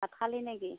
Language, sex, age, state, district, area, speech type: Assamese, female, 30-45, Assam, Darrang, rural, conversation